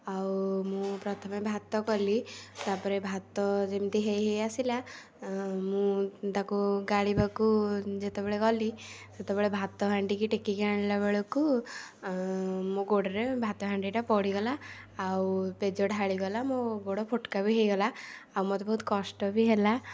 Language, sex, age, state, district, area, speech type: Odia, female, 18-30, Odisha, Puri, urban, spontaneous